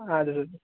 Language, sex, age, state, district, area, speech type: Kashmiri, male, 18-30, Jammu and Kashmir, Srinagar, urban, conversation